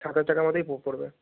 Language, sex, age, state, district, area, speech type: Bengali, male, 18-30, West Bengal, Bankura, urban, conversation